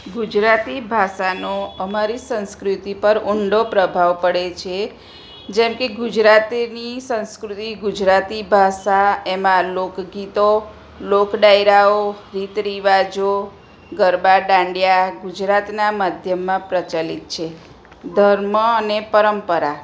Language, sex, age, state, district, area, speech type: Gujarati, female, 45-60, Gujarat, Kheda, rural, spontaneous